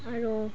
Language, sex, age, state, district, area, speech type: Assamese, female, 18-30, Assam, Udalguri, rural, spontaneous